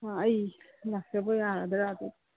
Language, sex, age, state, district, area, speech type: Manipuri, female, 45-60, Manipur, Kangpokpi, urban, conversation